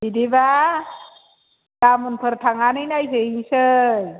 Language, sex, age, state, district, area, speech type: Bodo, female, 45-60, Assam, Chirang, rural, conversation